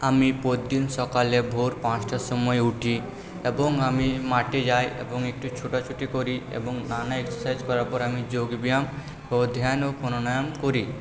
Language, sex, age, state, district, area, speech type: Bengali, male, 45-60, West Bengal, Purba Bardhaman, urban, spontaneous